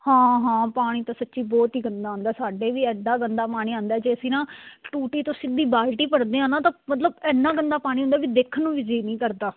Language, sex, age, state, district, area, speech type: Punjabi, female, 18-30, Punjab, Fazilka, rural, conversation